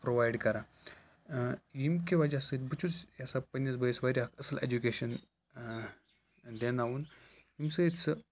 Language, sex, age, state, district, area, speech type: Kashmiri, male, 18-30, Jammu and Kashmir, Kupwara, rural, spontaneous